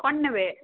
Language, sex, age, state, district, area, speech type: Odia, female, 18-30, Odisha, Mayurbhanj, rural, conversation